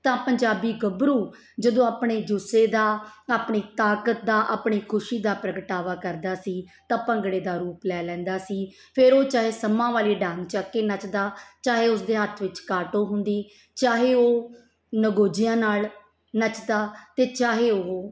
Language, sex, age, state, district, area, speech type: Punjabi, female, 45-60, Punjab, Mansa, urban, spontaneous